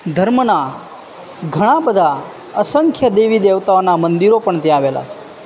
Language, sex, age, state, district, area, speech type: Gujarati, male, 30-45, Gujarat, Junagadh, rural, spontaneous